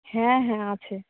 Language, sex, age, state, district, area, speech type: Bengali, female, 30-45, West Bengal, Darjeeling, urban, conversation